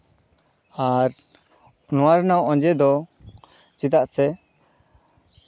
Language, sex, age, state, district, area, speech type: Santali, male, 18-30, West Bengal, Bankura, rural, spontaneous